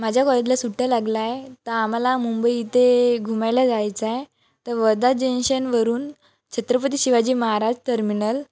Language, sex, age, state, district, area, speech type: Marathi, female, 18-30, Maharashtra, Wardha, rural, spontaneous